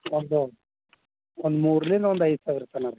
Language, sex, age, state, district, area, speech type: Kannada, male, 30-45, Karnataka, Bidar, urban, conversation